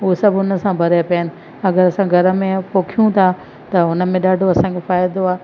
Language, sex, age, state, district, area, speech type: Sindhi, female, 45-60, Gujarat, Kutch, rural, spontaneous